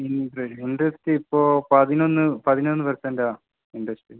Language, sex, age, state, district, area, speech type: Malayalam, male, 18-30, Kerala, Kasaragod, rural, conversation